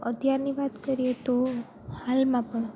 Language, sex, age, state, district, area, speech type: Gujarati, female, 18-30, Gujarat, Junagadh, rural, spontaneous